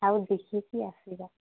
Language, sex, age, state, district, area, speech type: Odia, female, 18-30, Odisha, Nuapada, urban, conversation